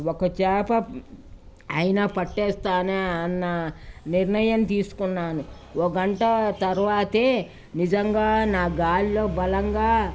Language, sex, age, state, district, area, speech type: Telugu, female, 60+, Telangana, Ranga Reddy, rural, spontaneous